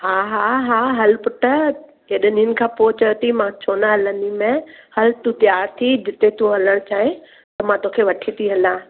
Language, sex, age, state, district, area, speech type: Sindhi, female, 60+, Maharashtra, Mumbai Suburban, urban, conversation